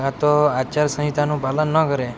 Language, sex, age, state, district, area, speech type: Gujarati, male, 18-30, Gujarat, Valsad, rural, spontaneous